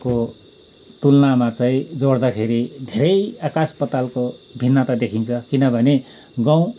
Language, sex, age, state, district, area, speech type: Nepali, male, 45-60, West Bengal, Kalimpong, rural, spontaneous